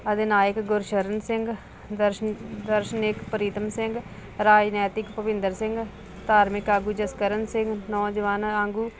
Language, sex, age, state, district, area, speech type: Punjabi, female, 30-45, Punjab, Ludhiana, urban, spontaneous